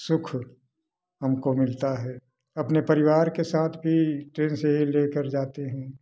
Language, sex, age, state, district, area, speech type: Hindi, male, 60+, Uttar Pradesh, Prayagraj, rural, spontaneous